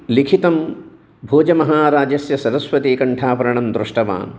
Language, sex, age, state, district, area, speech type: Sanskrit, male, 60+, Telangana, Jagtial, urban, spontaneous